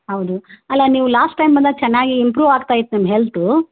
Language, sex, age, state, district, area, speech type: Kannada, female, 60+, Karnataka, Gulbarga, urban, conversation